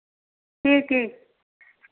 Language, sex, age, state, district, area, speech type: Hindi, female, 45-60, Uttar Pradesh, Ayodhya, rural, conversation